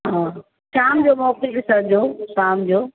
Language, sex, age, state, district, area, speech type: Sindhi, female, 60+, Uttar Pradesh, Lucknow, urban, conversation